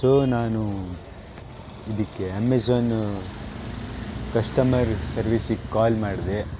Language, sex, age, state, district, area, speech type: Kannada, male, 30-45, Karnataka, Shimoga, rural, spontaneous